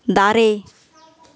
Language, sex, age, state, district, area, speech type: Santali, female, 18-30, West Bengal, Bankura, rural, read